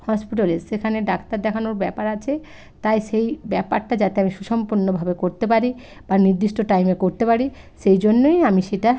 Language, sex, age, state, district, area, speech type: Bengali, female, 45-60, West Bengal, Hooghly, rural, spontaneous